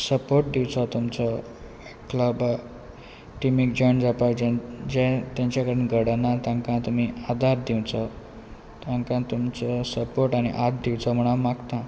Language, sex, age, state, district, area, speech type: Goan Konkani, male, 18-30, Goa, Quepem, rural, spontaneous